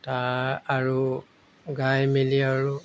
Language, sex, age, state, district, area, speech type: Assamese, male, 60+, Assam, Golaghat, urban, spontaneous